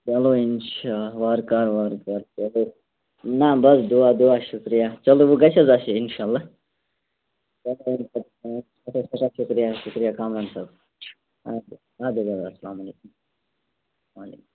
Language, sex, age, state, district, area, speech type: Kashmiri, male, 18-30, Jammu and Kashmir, Bandipora, rural, conversation